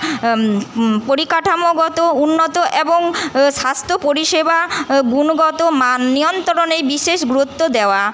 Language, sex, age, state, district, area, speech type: Bengali, female, 30-45, West Bengal, Paschim Bardhaman, urban, spontaneous